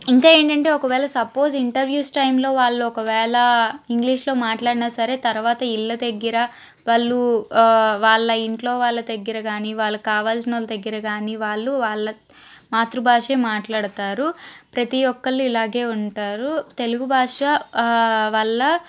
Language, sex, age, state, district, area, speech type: Telugu, female, 18-30, Andhra Pradesh, Palnadu, urban, spontaneous